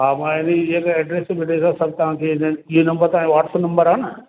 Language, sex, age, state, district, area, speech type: Sindhi, male, 60+, Rajasthan, Ajmer, rural, conversation